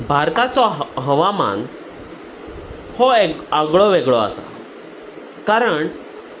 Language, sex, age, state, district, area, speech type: Goan Konkani, male, 30-45, Goa, Salcete, urban, spontaneous